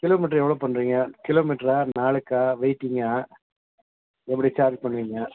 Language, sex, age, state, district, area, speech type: Tamil, male, 60+, Tamil Nadu, Nilgiris, rural, conversation